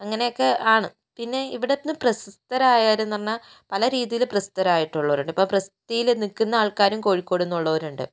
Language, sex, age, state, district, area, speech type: Malayalam, female, 60+, Kerala, Kozhikode, urban, spontaneous